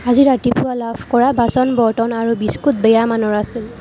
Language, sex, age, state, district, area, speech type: Assamese, female, 18-30, Assam, Kamrup Metropolitan, urban, read